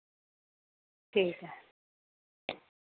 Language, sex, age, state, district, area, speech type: Dogri, female, 30-45, Jammu and Kashmir, Samba, rural, conversation